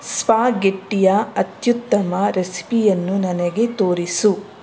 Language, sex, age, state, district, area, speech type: Kannada, female, 30-45, Karnataka, Bangalore Rural, rural, read